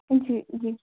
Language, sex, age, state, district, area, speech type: Hindi, female, 18-30, Madhya Pradesh, Balaghat, rural, conversation